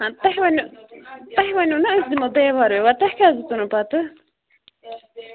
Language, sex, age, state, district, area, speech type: Kashmiri, female, 18-30, Jammu and Kashmir, Budgam, rural, conversation